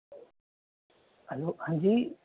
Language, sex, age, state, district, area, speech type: Hindi, male, 18-30, Madhya Pradesh, Ujjain, urban, conversation